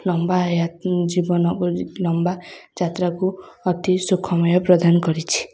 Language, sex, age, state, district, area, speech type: Odia, female, 18-30, Odisha, Ganjam, urban, spontaneous